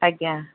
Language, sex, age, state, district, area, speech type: Odia, female, 45-60, Odisha, Angul, rural, conversation